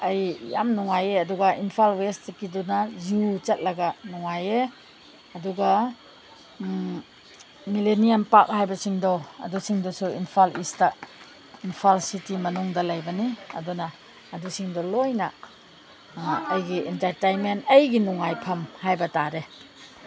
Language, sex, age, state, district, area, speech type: Manipuri, female, 60+, Manipur, Senapati, rural, spontaneous